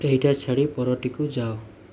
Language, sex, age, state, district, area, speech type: Odia, male, 18-30, Odisha, Bargarh, urban, read